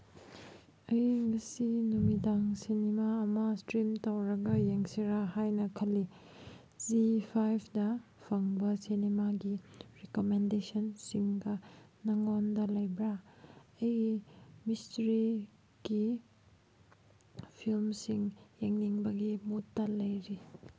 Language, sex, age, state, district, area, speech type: Manipuri, female, 30-45, Manipur, Kangpokpi, urban, read